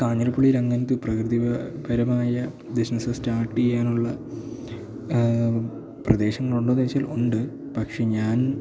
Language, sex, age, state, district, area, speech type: Malayalam, male, 18-30, Kerala, Idukki, rural, spontaneous